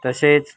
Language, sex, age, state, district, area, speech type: Marathi, male, 45-60, Maharashtra, Osmanabad, rural, spontaneous